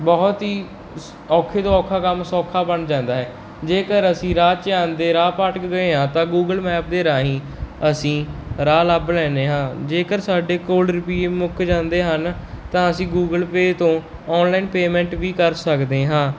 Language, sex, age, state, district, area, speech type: Punjabi, male, 30-45, Punjab, Barnala, rural, spontaneous